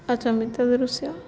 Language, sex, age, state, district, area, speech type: Odia, female, 18-30, Odisha, Subarnapur, urban, spontaneous